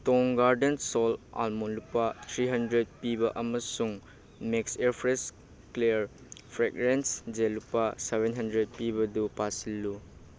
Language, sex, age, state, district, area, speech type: Manipuri, male, 18-30, Manipur, Chandel, rural, read